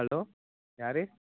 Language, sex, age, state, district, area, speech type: Tamil, male, 18-30, Tamil Nadu, Tirunelveli, rural, conversation